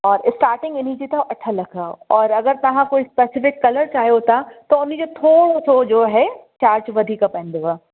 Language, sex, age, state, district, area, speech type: Sindhi, female, 30-45, Uttar Pradesh, Lucknow, urban, conversation